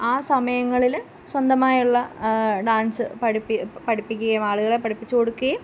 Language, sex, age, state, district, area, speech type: Malayalam, female, 18-30, Kerala, Pathanamthitta, rural, spontaneous